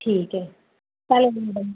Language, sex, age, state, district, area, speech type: Marathi, female, 30-45, Maharashtra, Buldhana, urban, conversation